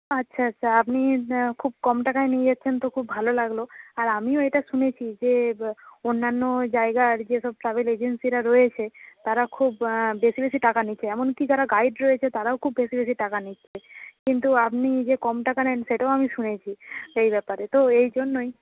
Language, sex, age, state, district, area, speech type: Bengali, female, 18-30, West Bengal, Nadia, rural, conversation